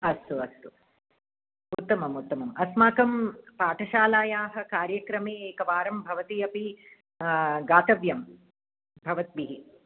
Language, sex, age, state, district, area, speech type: Sanskrit, female, 45-60, Andhra Pradesh, Krishna, urban, conversation